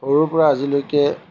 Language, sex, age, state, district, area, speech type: Assamese, male, 60+, Assam, Lakhimpur, rural, spontaneous